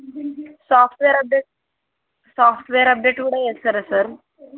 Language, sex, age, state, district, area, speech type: Telugu, female, 18-30, Telangana, Yadadri Bhuvanagiri, urban, conversation